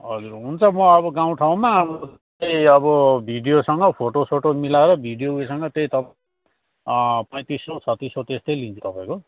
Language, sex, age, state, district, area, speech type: Nepali, male, 30-45, West Bengal, Kalimpong, rural, conversation